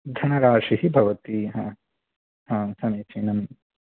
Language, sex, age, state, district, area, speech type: Sanskrit, male, 18-30, Karnataka, Uttara Kannada, rural, conversation